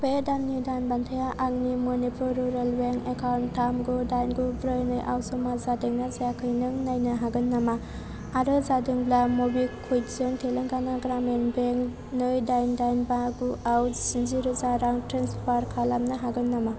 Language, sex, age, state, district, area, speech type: Bodo, female, 18-30, Assam, Chirang, rural, read